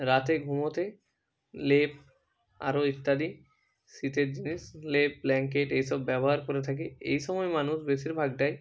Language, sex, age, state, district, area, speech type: Bengali, male, 30-45, West Bengal, Purba Medinipur, rural, spontaneous